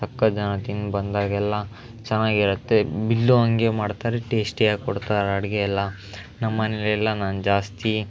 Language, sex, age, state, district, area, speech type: Kannada, male, 18-30, Karnataka, Chitradurga, rural, spontaneous